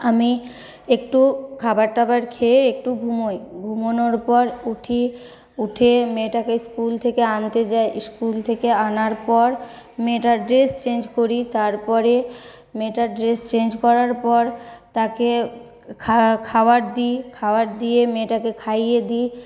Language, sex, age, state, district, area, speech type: Bengali, female, 18-30, West Bengal, Paschim Bardhaman, rural, spontaneous